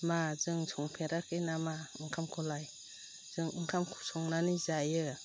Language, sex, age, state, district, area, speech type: Bodo, female, 60+, Assam, Chirang, rural, spontaneous